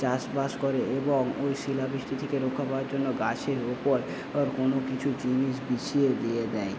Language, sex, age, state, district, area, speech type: Bengali, male, 18-30, West Bengal, Paschim Medinipur, rural, spontaneous